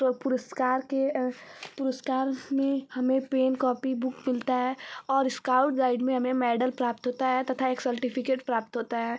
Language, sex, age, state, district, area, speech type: Hindi, female, 18-30, Uttar Pradesh, Ghazipur, rural, spontaneous